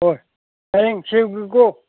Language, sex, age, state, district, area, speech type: Manipuri, male, 60+, Manipur, Chandel, rural, conversation